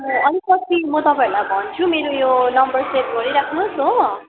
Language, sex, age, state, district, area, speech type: Nepali, female, 18-30, West Bengal, Darjeeling, rural, conversation